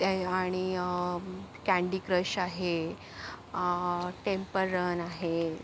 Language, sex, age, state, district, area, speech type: Marathi, female, 60+, Maharashtra, Akola, urban, spontaneous